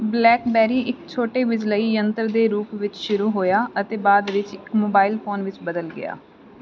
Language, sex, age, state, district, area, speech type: Punjabi, female, 18-30, Punjab, Mansa, urban, read